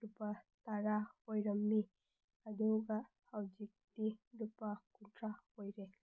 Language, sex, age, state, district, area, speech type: Manipuri, female, 18-30, Manipur, Tengnoupal, urban, spontaneous